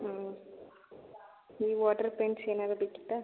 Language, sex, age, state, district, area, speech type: Kannada, female, 18-30, Karnataka, Mandya, rural, conversation